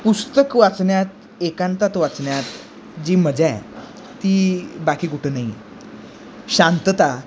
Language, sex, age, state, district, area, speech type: Marathi, male, 18-30, Maharashtra, Sangli, urban, spontaneous